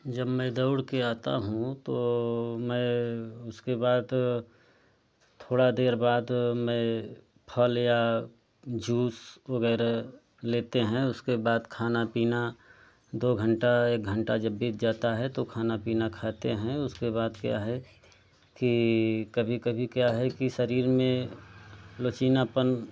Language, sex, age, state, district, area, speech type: Hindi, male, 30-45, Uttar Pradesh, Prayagraj, rural, spontaneous